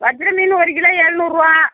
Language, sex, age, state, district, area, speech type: Tamil, female, 60+, Tamil Nadu, Tiruppur, rural, conversation